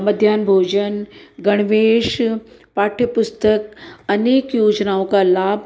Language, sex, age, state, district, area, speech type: Hindi, female, 45-60, Madhya Pradesh, Ujjain, urban, spontaneous